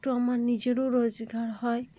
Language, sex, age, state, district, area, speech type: Bengali, female, 30-45, West Bengal, Cooch Behar, urban, spontaneous